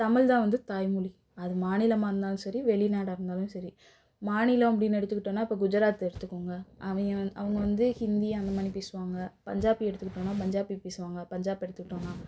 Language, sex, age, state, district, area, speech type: Tamil, female, 18-30, Tamil Nadu, Madurai, urban, spontaneous